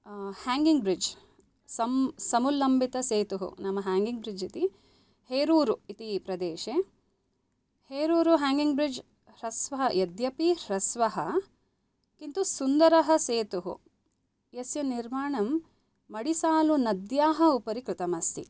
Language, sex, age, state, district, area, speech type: Sanskrit, female, 30-45, Karnataka, Bangalore Urban, urban, spontaneous